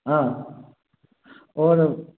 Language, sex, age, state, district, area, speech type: Hindi, male, 60+, Madhya Pradesh, Gwalior, rural, conversation